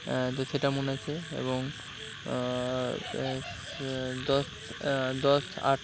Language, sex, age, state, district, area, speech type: Bengali, male, 45-60, West Bengal, Purba Bardhaman, rural, spontaneous